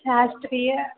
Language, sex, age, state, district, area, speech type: Sanskrit, female, 18-30, Kerala, Thrissur, urban, conversation